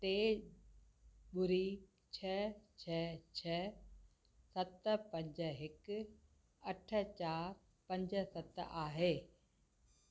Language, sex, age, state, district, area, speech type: Sindhi, female, 60+, Gujarat, Kutch, urban, read